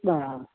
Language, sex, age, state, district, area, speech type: Malayalam, male, 30-45, Kerala, Ernakulam, rural, conversation